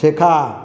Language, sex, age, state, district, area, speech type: Bengali, male, 60+, West Bengal, Paschim Bardhaman, rural, read